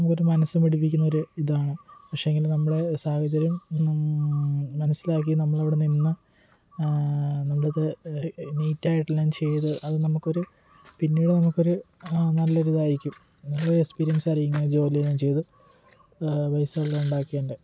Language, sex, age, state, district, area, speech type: Malayalam, male, 18-30, Kerala, Kottayam, rural, spontaneous